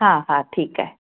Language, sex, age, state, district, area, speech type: Sindhi, female, 45-60, Maharashtra, Mumbai Suburban, urban, conversation